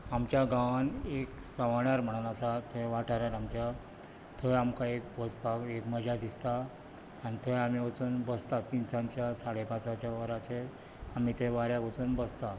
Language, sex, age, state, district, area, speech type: Goan Konkani, male, 45-60, Goa, Bardez, rural, spontaneous